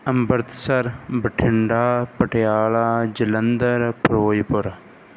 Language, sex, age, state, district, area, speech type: Punjabi, male, 30-45, Punjab, Bathinda, rural, spontaneous